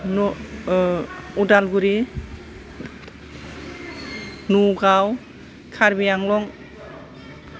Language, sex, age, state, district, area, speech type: Bodo, female, 60+, Assam, Kokrajhar, urban, spontaneous